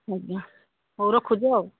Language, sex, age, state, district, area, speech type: Odia, female, 60+, Odisha, Angul, rural, conversation